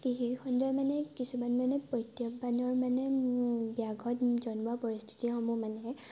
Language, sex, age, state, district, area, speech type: Assamese, female, 18-30, Assam, Sivasagar, urban, spontaneous